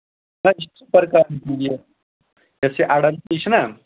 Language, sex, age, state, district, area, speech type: Kashmiri, male, 30-45, Jammu and Kashmir, Anantnag, rural, conversation